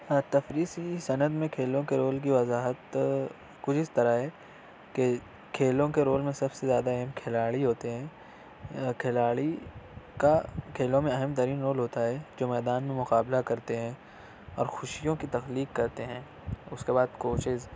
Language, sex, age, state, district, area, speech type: Urdu, male, 60+, Maharashtra, Nashik, urban, spontaneous